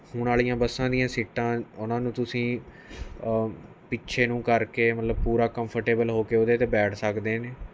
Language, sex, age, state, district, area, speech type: Punjabi, male, 18-30, Punjab, Mohali, urban, spontaneous